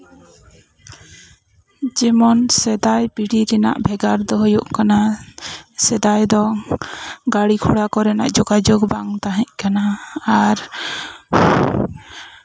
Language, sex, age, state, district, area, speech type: Santali, female, 30-45, West Bengal, Bankura, rural, spontaneous